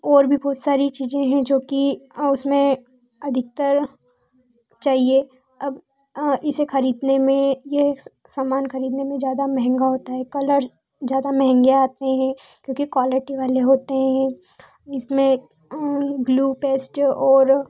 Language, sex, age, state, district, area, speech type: Hindi, female, 18-30, Madhya Pradesh, Ujjain, urban, spontaneous